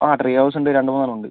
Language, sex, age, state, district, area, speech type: Malayalam, male, 18-30, Kerala, Wayanad, rural, conversation